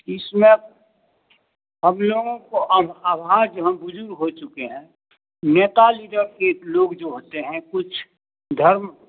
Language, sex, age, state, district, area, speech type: Hindi, male, 60+, Bihar, Madhepura, rural, conversation